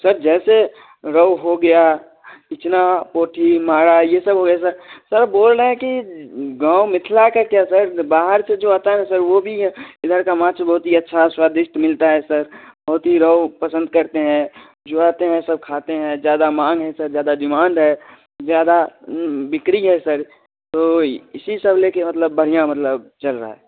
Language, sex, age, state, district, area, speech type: Hindi, male, 30-45, Bihar, Darbhanga, rural, conversation